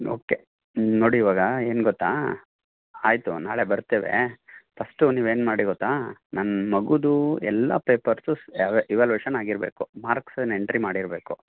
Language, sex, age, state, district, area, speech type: Kannada, male, 45-60, Karnataka, Chitradurga, rural, conversation